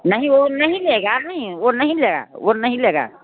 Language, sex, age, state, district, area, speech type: Hindi, female, 60+, Bihar, Muzaffarpur, rural, conversation